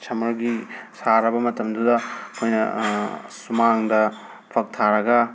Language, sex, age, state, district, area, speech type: Manipuri, male, 18-30, Manipur, Imphal West, urban, spontaneous